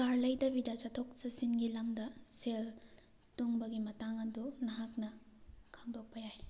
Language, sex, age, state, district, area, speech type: Manipuri, female, 30-45, Manipur, Thoubal, rural, read